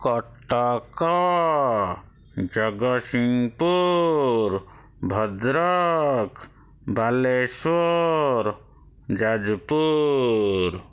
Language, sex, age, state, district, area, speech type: Odia, male, 60+, Odisha, Bhadrak, rural, spontaneous